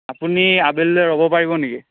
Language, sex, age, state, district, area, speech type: Assamese, male, 18-30, Assam, Darrang, rural, conversation